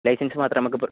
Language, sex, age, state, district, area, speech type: Malayalam, male, 45-60, Kerala, Kozhikode, urban, conversation